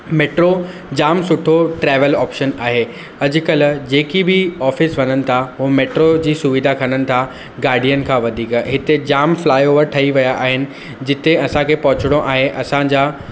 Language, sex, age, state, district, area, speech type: Sindhi, male, 18-30, Maharashtra, Mumbai Suburban, urban, spontaneous